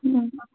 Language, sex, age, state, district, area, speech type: Manipuri, female, 18-30, Manipur, Kangpokpi, urban, conversation